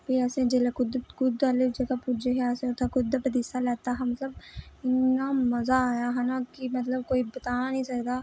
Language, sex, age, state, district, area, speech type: Dogri, female, 18-30, Jammu and Kashmir, Reasi, rural, spontaneous